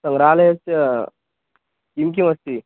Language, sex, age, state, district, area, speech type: Sanskrit, male, 18-30, Maharashtra, Kolhapur, rural, conversation